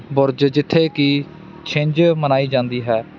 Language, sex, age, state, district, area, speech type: Punjabi, male, 18-30, Punjab, Fatehgarh Sahib, rural, spontaneous